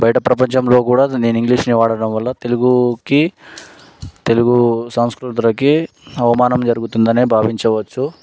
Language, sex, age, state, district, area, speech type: Telugu, male, 18-30, Telangana, Sangareddy, urban, spontaneous